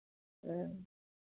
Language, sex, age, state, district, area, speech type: Hindi, female, 45-60, Uttar Pradesh, Lucknow, rural, conversation